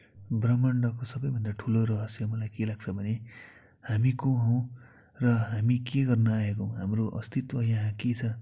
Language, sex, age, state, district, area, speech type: Nepali, male, 18-30, West Bengal, Kalimpong, rural, spontaneous